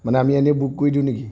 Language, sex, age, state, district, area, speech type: Assamese, male, 30-45, Assam, Nagaon, rural, spontaneous